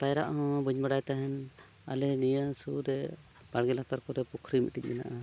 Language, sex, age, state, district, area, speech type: Santali, male, 45-60, Odisha, Mayurbhanj, rural, spontaneous